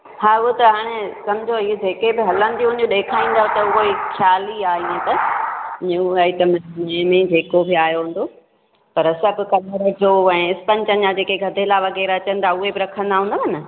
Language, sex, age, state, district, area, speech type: Sindhi, female, 45-60, Gujarat, Junagadh, rural, conversation